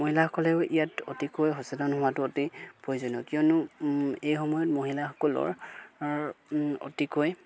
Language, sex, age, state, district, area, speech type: Assamese, male, 30-45, Assam, Golaghat, rural, spontaneous